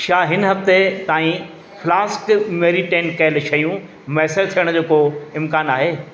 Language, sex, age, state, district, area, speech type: Sindhi, male, 60+, Madhya Pradesh, Katni, urban, read